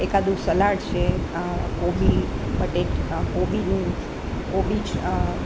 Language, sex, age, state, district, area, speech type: Gujarati, female, 60+, Gujarat, Rajkot, urban, spontaneous